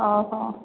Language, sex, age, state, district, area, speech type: Odia, female, 45-60, Odisha, Sambalpur, rural, conversation